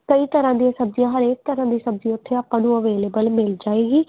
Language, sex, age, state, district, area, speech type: Punjabi, female, 18-30, Punjab, Muktsar, urban, conversation